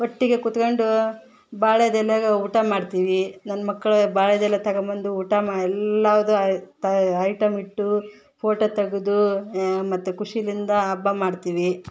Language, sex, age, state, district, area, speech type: Kannada, female, 30-45, Karnataka, Vijayanagara, rural, spontaneous